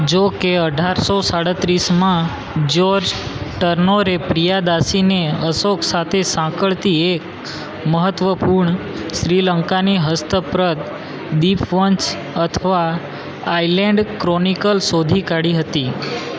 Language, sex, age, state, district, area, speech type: Gujarati, male, 18-30, Gujarat, Valsad, rural, read